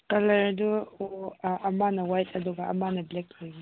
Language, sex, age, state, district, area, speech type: Manipuri, female, 18-30, Manipur, Senapati, urban, conversation